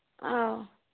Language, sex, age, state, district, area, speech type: Manipuri, female, 45-60, Manipur, Churachandpur, urban, conversation